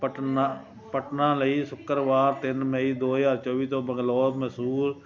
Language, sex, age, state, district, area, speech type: Punjabi, male, 60+, Punjab, Ludhiana, rural, read